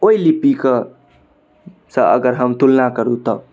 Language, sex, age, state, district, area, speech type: Maithili, male, 18-30, Bihar, Darbhanga, urban, spontaneous